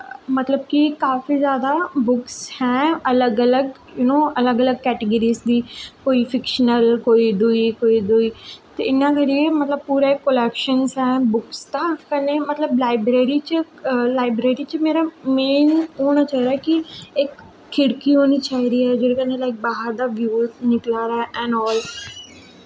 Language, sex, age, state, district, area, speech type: Dogri, female, 18-30, Jammu and Kashmir, Jammu, rural, spontaneous